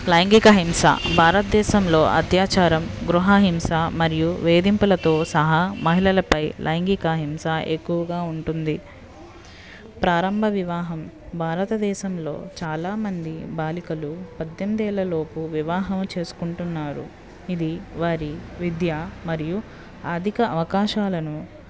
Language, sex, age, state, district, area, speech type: Telugu, female, 30-45, Andhra Pradesh, West Godavari, rural, spontaneous